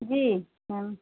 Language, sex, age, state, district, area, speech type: Hindi, female, 45-60, Uttar Pradesh, Pratapgarh, rural, conversation